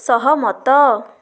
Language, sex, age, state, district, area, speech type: Odia, female, 18-30, Odisha, Bhadrak, rural, read